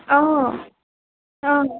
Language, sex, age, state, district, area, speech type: Assamese, female, 60+, Assam, Nagaon, rural, conversation